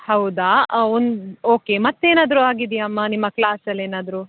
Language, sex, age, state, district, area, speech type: Kannada, female, 18-30, Karnataka, Dakshina Kannada, rural, conversation